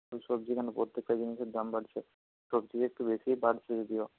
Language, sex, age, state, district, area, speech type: Bengali, male, 18-30, West Bengal, Purba Medinipur, rural, conversation